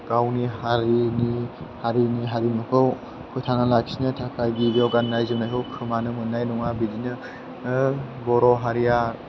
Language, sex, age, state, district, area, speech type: Bodo, male, 18-30, Assam, Chirang, rural, spontaneous